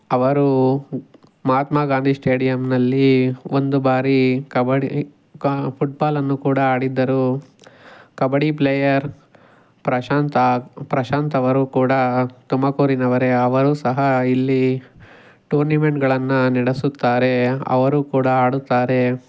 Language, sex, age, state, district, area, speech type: Kannada, male, 18-30, Karnataka, Tumkur, rural, spontaneous